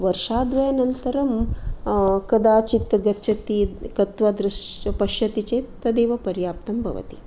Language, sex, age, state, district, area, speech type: Sanskrit, female, 45-60, Karnataka, Dakshina Kannada, urban, spontaneous